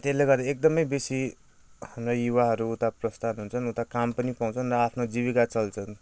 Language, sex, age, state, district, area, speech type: Nepali, male, 18-30, West Bengal, Kalimpong, rural, spontaneous